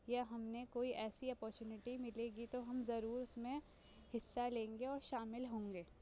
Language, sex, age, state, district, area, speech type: Urdu, female, 18-30, Delhi, North East Delhi, urban, spontaneous